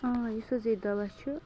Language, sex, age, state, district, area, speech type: Kashmiri, female, 18-30, Jammu and Kashmir, Bandipora, rural, spontaneous